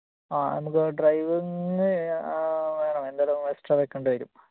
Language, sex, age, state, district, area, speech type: Malayalam, male, 18-30, Kerala, Wayanad, rural, conversation